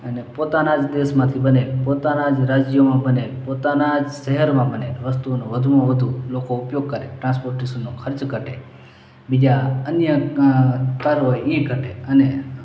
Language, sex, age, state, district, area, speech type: Gujarati, male, 60+, Gujarat, Morbi, rural, spontaneous